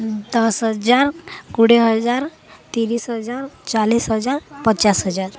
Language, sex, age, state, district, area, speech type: Odia, female, 18-30, Odisha, Balangir, urban, spontaneous